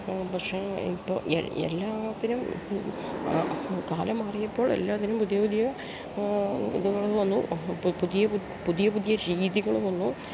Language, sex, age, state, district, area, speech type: Malayalam, female, 60+, Kerala, Idukki, rural, spontaneous